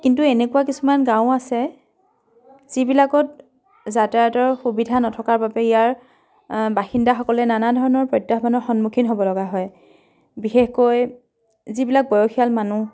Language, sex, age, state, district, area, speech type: Assamese, female, 30-45, Assam, Dhemaji, rural, spontaneous